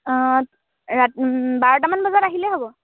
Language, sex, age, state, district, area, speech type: Assamese, female, 18-30, Assam, Dhemaji, rural, conversation